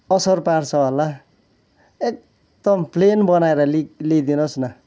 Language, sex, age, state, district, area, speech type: Nepali, male, 45-60, West Bengal, Kalimpong, rural, spontaneous